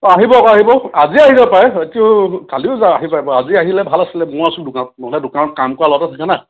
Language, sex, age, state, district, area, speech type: Assamese, male, 30-45, Assam, Sivasagar, rural, conversation